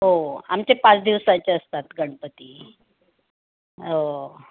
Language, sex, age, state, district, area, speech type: Marathi, female, 45-60, Maharashtra, Mumbai Suburban, urban, conversation